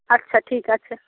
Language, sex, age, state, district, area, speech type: Bengali, female, 60+, West Bengal, Jhargram, rural, conversation